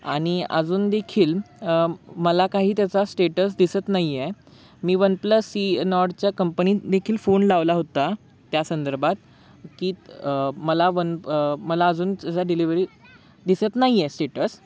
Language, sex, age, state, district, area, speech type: Marathi, male, 18-30, Maharashtra, Sangli, urban, spontaneous